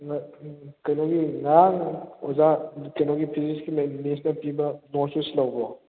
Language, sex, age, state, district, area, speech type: Manipuri, male, 18-30, Manipur, Kakching, rural, conversation